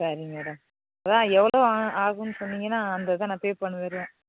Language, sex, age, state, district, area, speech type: Tamil, female, 30-45, Tamil Nadu, Thoothukudi, urban, conversation